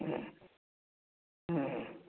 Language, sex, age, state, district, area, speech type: Manipuri, male, 30-45, Manipur, Kakching, rural, conversation